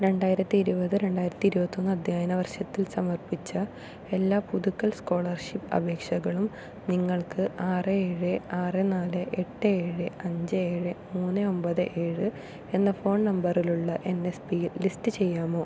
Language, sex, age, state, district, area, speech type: Malayalam, female, 18-30, Kerala, Palakkad, rural, read